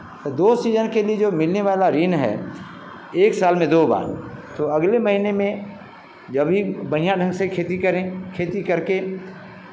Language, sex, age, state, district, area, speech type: Hindi, male, 45-60, Bihar, Vaishali, urban, spontaneous